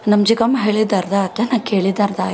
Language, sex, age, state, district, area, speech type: Kannada, female, 30-45, Karnataka, Dharwad, rural, spontaneous